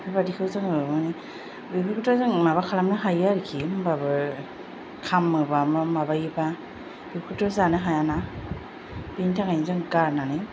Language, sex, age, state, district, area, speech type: Bodo, female, 30-45, Assam, Kokrajhar, rural, spontaneous